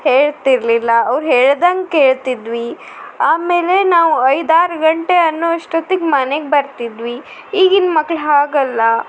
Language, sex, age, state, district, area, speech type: Kannada, female, 30-45, Karnataka, Shimoga, rural, spontaneous